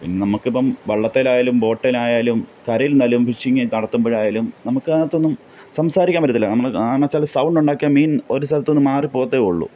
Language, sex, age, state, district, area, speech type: Malayalam, male, 30-45, Kerala, Pathanamthitta, rural, spontaneous